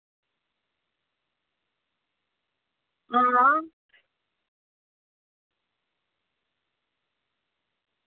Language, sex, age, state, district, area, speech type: Dogri, female, 30-45, Jammu and Kashmir, Udhampur, rural, conversation